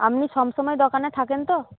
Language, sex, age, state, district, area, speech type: Bengali, female, 45-60, West Bengal, Paschim Medinipur, urban, conversation